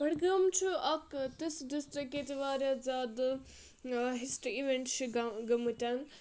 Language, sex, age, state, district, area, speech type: Kashmiri, female, 18-30, Jammu and Kashmir, Budgam, rural, spontaneous